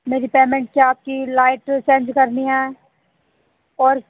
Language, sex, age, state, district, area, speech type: Hindi, female, 18-30, Madhya Pradesh, Hoshangabad, rural, conversation